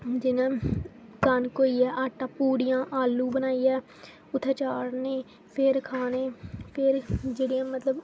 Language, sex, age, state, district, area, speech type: Dogri, female, 18-30, Jammu and Kashmir, Jammu, rural, spontaneous